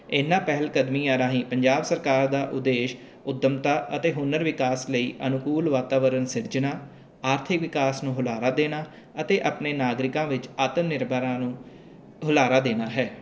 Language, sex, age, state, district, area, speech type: Punjabi, male, 30-45, Punjab, Jalandhar, urban, spontaneous